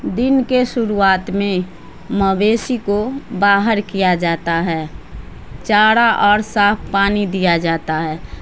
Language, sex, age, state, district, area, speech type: Urdu, female, 30-45, Bihar, Madhubani, rural, spontaneous